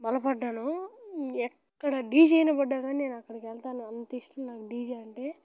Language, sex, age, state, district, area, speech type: Telugu, male, 18-30, Telangana, Nalgonda, rural, spontaneous